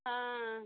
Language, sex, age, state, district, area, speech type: Hindi, female, 30-45, Uttar Pradesh, Jaunpur, rural, conversation